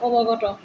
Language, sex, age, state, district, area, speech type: Assamese, female, 45-60, Assam, Tinsukia, rural, spontaneous